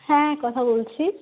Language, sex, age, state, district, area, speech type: Bengali, female, 30-45, West Bengal, Cooch Behar, rural, conversation